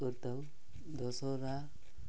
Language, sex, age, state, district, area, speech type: Odia, male, 18-30, Odisha, Nabarangpur, urban, spontaneous